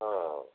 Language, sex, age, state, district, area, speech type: Odia, male, 45-60, Odisha, Koraput, rural, conversation